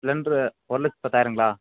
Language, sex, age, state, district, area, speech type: Tamil, male, 18-30, Tamil Nadu, Madurai, rural, conversation